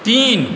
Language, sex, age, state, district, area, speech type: Maithili, male, 45-60, Bihar, Supaul, urban, read